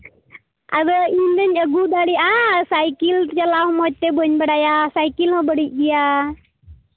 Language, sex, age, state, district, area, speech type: Santali, male, 30-45, Jharkhand, Pakur, rural, conversation